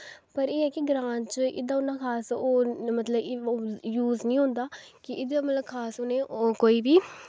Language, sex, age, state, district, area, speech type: Dogri, female, 18-30, Jammu and Kashmir, Kathua, rural, spontaneous